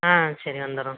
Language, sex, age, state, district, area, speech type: Tamil, female, 30-45, Tamil Nadu, Pudukkottai, urban, conversation